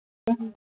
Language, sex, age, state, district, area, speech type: Manipuri, female, 60+, Manipur, Imphal East, rural, conversation